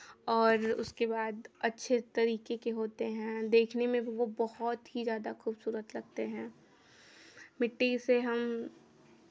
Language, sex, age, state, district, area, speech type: Hindi, female, 18-30, Uttar Pradesh, Chandauli, urban, spontaneous